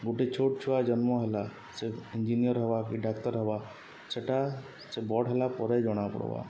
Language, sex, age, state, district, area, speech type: Odia, male, 30-45, Odisha, Subarnapur, urban, spontaneous